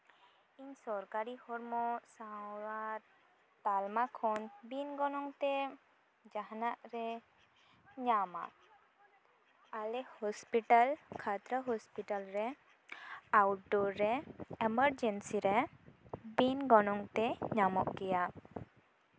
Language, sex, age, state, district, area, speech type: Santali, female, 18-30, West Bengal, Bankura, rural, spontaneous